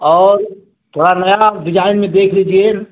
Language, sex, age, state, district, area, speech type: Hindi, male, 60+, Uttar Pradesh, Mau, rural, conversation